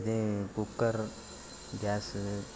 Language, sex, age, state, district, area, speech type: Tamil, male, 18-30, Tamil Nadu, Ariyalur, rural, spontaneous